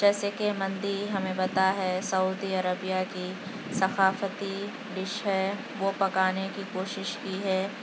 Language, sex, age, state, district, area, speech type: Urdu, female, 30-45, Telangana, Hyderabad, urban, spontaneous